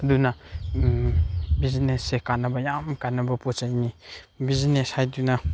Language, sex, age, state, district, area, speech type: Manipuri, male, 18-30, Manipur, Chandel, rural, spontaneous